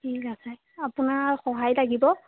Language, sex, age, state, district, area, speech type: Assamese, female, 18-30, Assam, Jorhat, urban, conversation